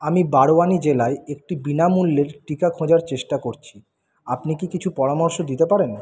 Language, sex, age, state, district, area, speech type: Bengali, male, 45-60, West Bengal, Paschim Bardhaman, rural, read